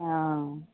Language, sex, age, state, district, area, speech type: Assamese, female, 60+, Assam, Charaideo, urban, conversation